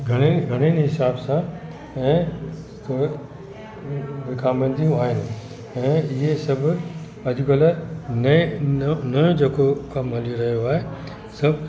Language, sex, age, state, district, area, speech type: Sindhi, male, 60+, Uttar Pradesh, Lucknow, urban, spontaneous